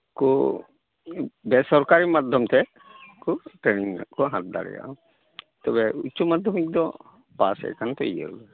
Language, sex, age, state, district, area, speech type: Santali, male, 45-60, West Bengal, Malda, rural, conversation